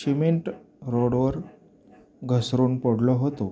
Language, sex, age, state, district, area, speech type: Marathi, male, 45-60, Maharashtra, Osmanabad, rural, spontaneous